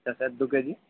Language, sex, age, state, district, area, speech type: Bengali, male, 45-60, West Bengal, Purba Medinipur, rural, conversation